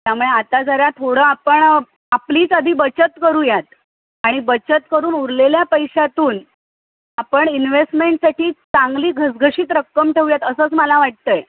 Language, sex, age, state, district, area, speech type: Marathi, female, 45-60, Maharashtra, Thane, rural, conversation